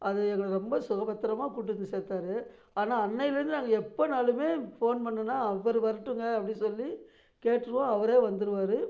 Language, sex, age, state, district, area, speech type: Tamil, female, 60+, Tamil Nadu, Namakkal, rural, spontaneous